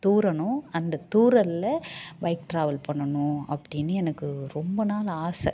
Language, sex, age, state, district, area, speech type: Tamil, female, 30-45, Tamil Nadu, Mayiladuthurai, urban, spontaneous